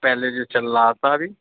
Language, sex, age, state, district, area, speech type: Urdu, male, 30-45, Uttar Pradesh, Gautam Buddha Nagar, urban, conversation